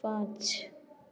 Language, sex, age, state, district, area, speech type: Hindi, female, 30-45, Bihar, Begusarai, rural, read